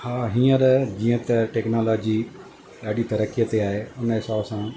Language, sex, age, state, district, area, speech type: Sindhi, male, 60+, Maharashtra, Thane, urban, spontaneous